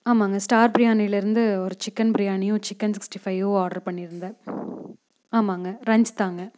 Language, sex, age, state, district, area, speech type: Tamil, female, 18-30, Tamil Nadu, Coimbatore, rural, spontaneous